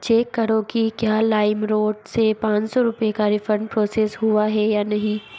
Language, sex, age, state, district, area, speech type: Hindi, female, 45-60, Madhya Pradesh, Bhopal, urban, read